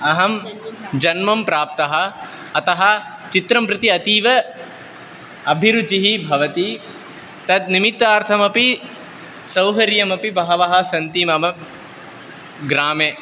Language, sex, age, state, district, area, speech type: Sanskrit, male, 18-30, Tamil Nadu, Viluppuram, rural, spontaneous